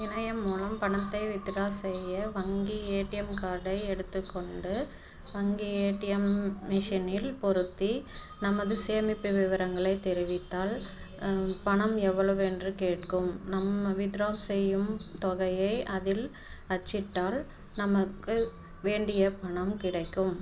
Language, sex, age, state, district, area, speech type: Tamil, female, 30-45, Tamil Nadu, Dharmapuri, rural, spontaneous